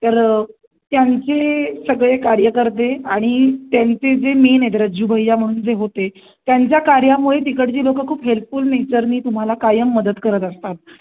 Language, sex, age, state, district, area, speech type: Marathi, female, 30-45, Maharashtra, Pune, urban, conversation